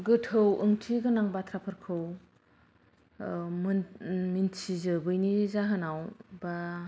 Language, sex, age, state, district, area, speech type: Bodo, female, 30-45, Assam, Kokrajhar, rural, spontaneous